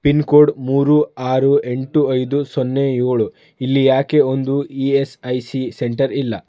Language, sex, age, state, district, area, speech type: Kannada, male, 18-30, Karnataka, Shimoga, rural, read